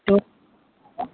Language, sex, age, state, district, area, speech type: Urdu, male, 45-60, Bihar, Supaul, rural, conversation